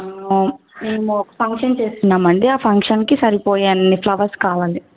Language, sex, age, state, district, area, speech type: Telugu, female, 18-30, Telangana, Bhadradri Kothagudem, rural, conversation